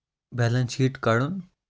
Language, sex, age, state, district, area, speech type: Kashmiri, male, 18-30, Jammu and Kashmir, Kupwara, rural, spontaneous